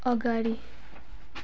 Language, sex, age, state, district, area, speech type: Nepali, female, 18-30, West Bengal, Jalpaiguri, urban, read